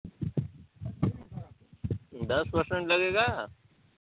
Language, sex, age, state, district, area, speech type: Hindi, male, 30-45, Uttar Pradesh, Mau, rural, conversation